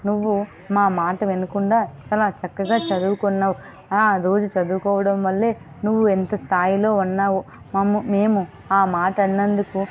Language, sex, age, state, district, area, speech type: Telugu, female, 18-30, Andhra Pradesh, Vizianagaram, rural, spontaneous